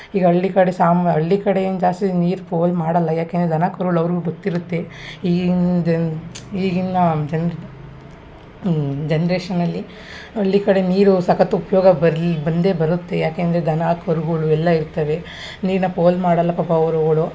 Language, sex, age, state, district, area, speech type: Kannada, female, 30-45, Karnataka, Hassan, urban, spontaneous